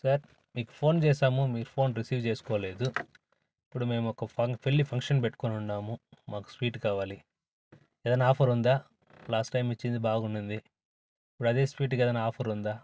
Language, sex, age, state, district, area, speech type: Telugu, male, 45-60, Andhra Pradesh, Sri Balaji, urban, spontaneous